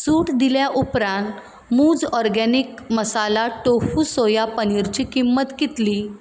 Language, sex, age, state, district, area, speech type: Goan Konkani, female, 30-45, Goa, Ponda, rural, read